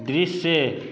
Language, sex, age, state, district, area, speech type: Hindi, male, 30-45, Bihar, Vaishali, rural, read